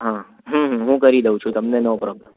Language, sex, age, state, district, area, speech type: Gujarati, male, 18-30, Gujarat, Ahmedabad, urban, conversation